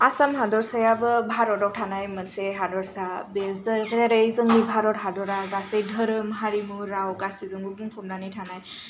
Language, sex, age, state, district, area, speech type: Bodo, female, 18-30, Assam, Kokrajhar, urban, spontaneous